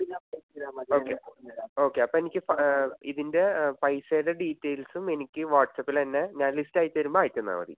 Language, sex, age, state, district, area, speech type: Malayalam, male, 18-30, Kerala, Thrissur, urban, conversation